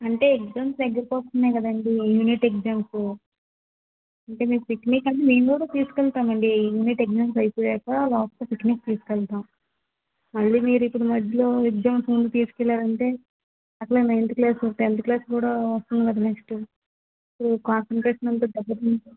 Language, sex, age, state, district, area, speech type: Telugu, female, 30-45, Andhra Pradesh, Vizianagaram, rural, conversation